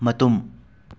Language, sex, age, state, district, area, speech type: Manipuri, male, 18-30, Manipur, Imphal West, urban, read